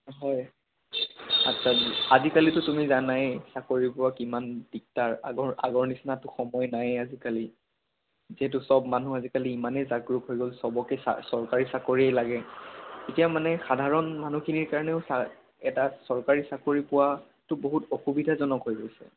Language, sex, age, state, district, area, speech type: Assamese, male, 18-30, Assam, Biswanath, rural, conversation